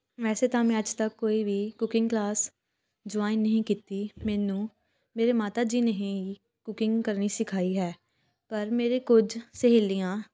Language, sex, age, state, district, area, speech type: Punjabi, female, 18-30, Punjab, Patiala, urban, spontaneous